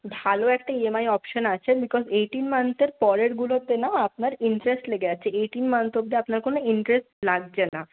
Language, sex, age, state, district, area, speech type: Bengali, female, 18-30, West Bengal, Paschim Bardhaman, rural, conversation